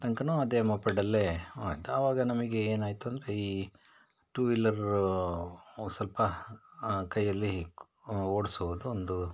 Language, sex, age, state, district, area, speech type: Kannada, male, 60+, Karnataka, Bangalore Rural, rural, spontaneous